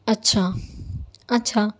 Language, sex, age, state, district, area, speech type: Urdu, female, 18-30, Telangana, Hyderabad, urban, spontaneous